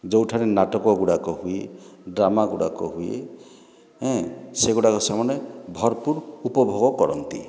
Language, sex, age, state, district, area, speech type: Odia, male, 45-60, Odisha, Boudh, rural, spontaneous